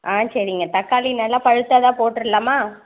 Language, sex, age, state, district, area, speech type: Tamil, female, 45-60, Tamil Nadu, Thanjavur, rural, conversation